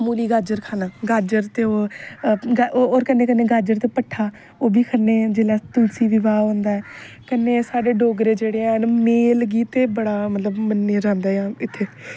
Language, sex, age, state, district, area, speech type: Dogri, female, 18-30, Jammu and Kashmir, Samba, rural, spontaneous